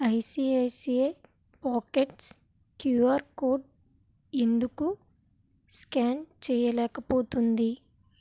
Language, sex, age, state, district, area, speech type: Telugu, female, 18-30, Andhra Pradesh, Kakinada, rural, read